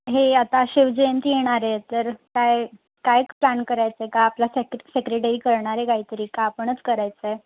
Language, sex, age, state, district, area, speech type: Marathi, female, 18-30, Maharashtra, Thane, urban, conversation